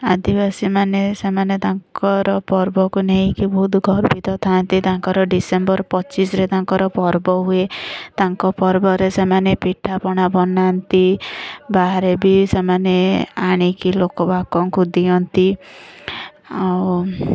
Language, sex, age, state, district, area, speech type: Odia, female, 45-60, Odisha, Sundergarh, rural, spontaneous